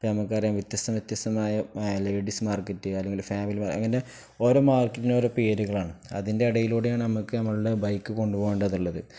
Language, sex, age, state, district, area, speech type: Malayalam, male, 18-30, Kerala, Kozhikode, rural, spontaneous